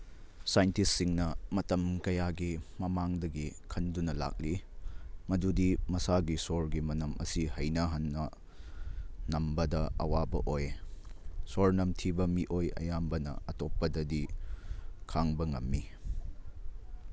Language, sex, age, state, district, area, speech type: Manipuri, male, 18-30, Manipur, Churachandpur, rural, read